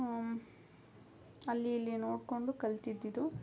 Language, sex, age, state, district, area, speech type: Kannada, female, 18-30, Karnataka, Tumkur, rural, spontaneous